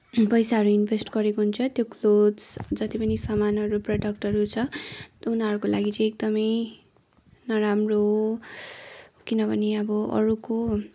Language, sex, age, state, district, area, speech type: Nepali, female, 18-30, West Bengal, Kalimpong, rural, spontaneous